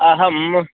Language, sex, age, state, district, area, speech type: Sanskrit, male, 30-45, Karnataka, Vijayapura, urban, conversation